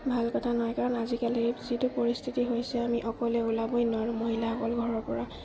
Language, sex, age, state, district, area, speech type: Assamese, female, 30-45, Assam, Golaghat, urban, spontaneous